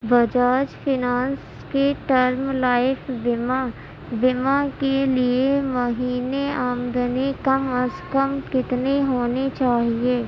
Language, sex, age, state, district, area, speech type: Urdu, female, 18-30, Uttar Pradesh, Gautam Buddha Nagar, rural, read